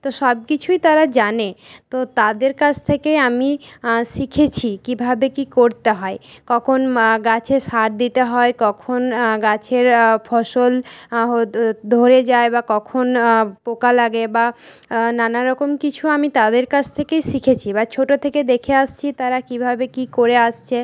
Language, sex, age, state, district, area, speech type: Bengali, female, 18-30, West Bengal, Paschim Bardhaman, urban, spontaneous